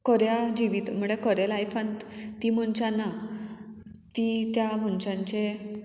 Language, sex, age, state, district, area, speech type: Goan Konkani, female, 18-30, Goa, Murmgao, urban, spontaneous